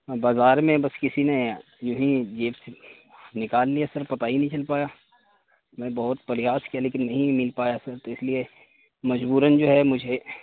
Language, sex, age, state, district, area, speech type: Urdu, male, 18-30, Bihar, Saharsa, rural, conversation